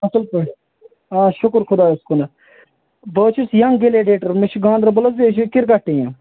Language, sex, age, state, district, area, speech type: Kashmiri, male, 30-45, Jammu and Kashmir, Ganderbal, rural, conversation